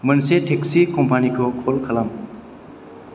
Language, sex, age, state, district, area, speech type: Bodo, male, 18-30, Assam, Chirang, urban, read